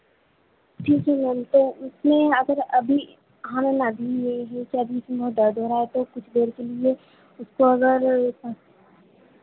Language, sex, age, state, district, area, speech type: Hindi, female, 30-45, Madhya Pradesh, Harda, urban, conversation